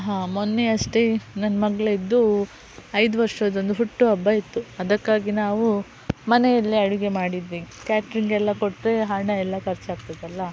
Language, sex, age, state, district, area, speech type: Kannada, female, 30-45, Karnataka, Udupi, rural, spontaneous